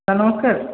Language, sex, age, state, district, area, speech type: Odia, male, 45-60, Odisha, Dhenkanal, rural, conversation